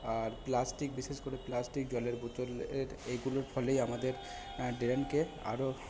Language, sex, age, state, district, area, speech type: Bengali, male, 30-45, West Bengal, Purba Bardhaman, rural, spontaneous